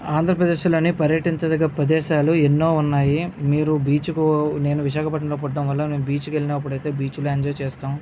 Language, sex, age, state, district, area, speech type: Telugu, male, 30-45, Andhra Pradesh, Visakhapatnam, urban, spontaneous